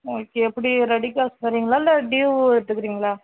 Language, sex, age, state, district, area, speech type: Tamil, female, 18-30, Tamil Nadu, Thoothukudi, rural, conversation